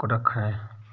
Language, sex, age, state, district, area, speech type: Dogri, male, 30-45, Jammu and Kashmir, Udhampur, rural, spontaneous